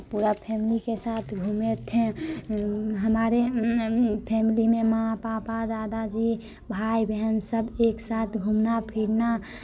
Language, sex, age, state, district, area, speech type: Hindi, female, 18-30, Bihar, Muzaffarpur, rural, spontaneous